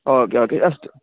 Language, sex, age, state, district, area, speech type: Sanskrit, male, 18-30, Karnataka, Chikkamagaluru, rural, conversation